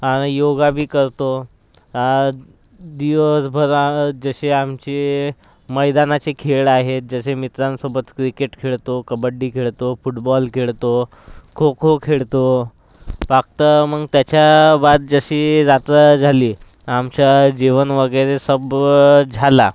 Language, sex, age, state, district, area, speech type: Marathi, male, 30-45, Maharashtra, Nagpur, rural, spontaneous